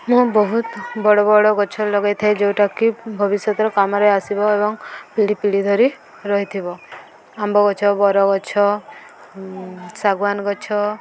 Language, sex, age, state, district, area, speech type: Odia, female, 18-30, Odisha, Subarnapur, urban, spontaneous